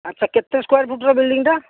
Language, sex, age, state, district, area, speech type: Odia, male, 30-45, Odisha, Bhadrak, rural, conversation